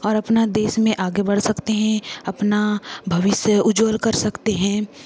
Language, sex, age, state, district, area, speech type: Hindi, female, 30-45, Madhya Pradesh, Bhopal, urban, spontaneous